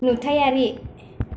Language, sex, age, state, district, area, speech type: Bodo, female, 45-60, Assam, Kokrajhar, rural, read